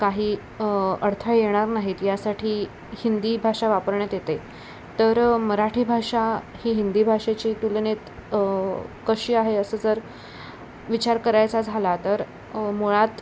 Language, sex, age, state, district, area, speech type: Marathi, female, 18-30, Maharashtra, Ratnagiri, urban, spontaneous